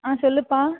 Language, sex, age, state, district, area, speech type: Tamil, female, 18-30, Tamil Nadu, Tiruvarur, rural, conversation